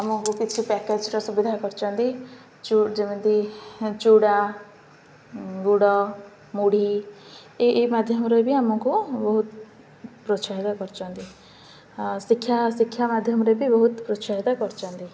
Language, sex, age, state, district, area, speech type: Odia, female, 18-30, Odisha, Ganjam, urban, spontaneous